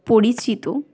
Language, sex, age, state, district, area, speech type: Bengali, female, 18-30, West Bengal, Hooghly, urban, spontaneous